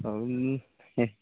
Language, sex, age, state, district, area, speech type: Odia, male, 30-45, Odisha, Koraput, urban, conversation